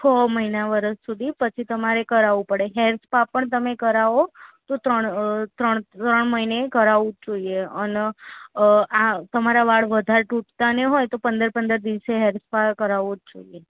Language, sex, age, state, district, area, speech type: Gujarati, female, 18-30, Gujarat, Ahmedabad, urban, conversation